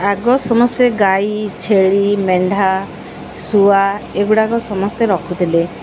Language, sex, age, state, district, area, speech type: Odia, female, 45-60, Odisha, Sundergarh, urban, spontaneous